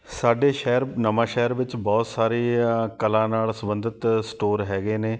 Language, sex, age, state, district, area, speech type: Punjabi, male, 30-45, Punjab, Shaheed Bhagat Singh Nagar, urban, spontaneous